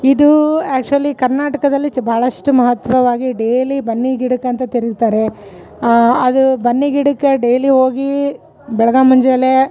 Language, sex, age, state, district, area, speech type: Kannada, female, 45-60, Karnataka, Bellary, rural, spontaneous